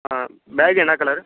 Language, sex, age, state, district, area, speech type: Tamil, male, 18-30, Tamil Nadu, Nagapattinam, rural, conversation